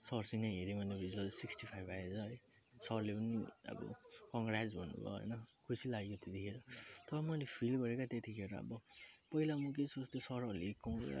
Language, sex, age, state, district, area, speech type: Nepali, male, 30-45, West Bengal, Jalpaiguri, urban, spontaneous